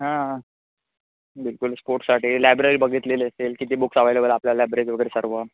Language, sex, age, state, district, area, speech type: Marathi, male, 18-30, Maharashtra, Ratnagiri, rural, conversation